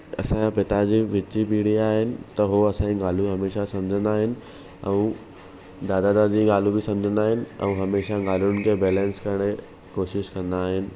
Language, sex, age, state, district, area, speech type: Sindhi, male, 18-30, Maharashtra, Thane, urban, spontaneous